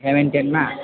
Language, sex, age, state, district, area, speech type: Nepali, male, 18-30, West Bengal, Alipurduar, urban, conversation